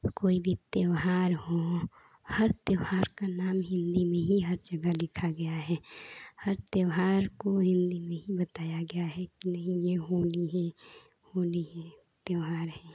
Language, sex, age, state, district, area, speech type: Hindi, female, 18-30, Uttar Pradesh, Chandauli, urban, spontaneous